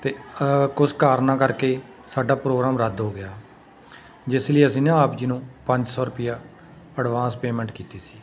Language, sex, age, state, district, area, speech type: Punjabi, male, 30-45, Punjab, Patiala, urban, spontaneous